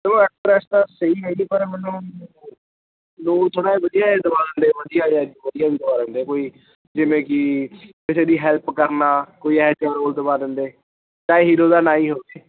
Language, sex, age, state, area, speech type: Punjabi, male, 18-30, Punjab, urban, conversation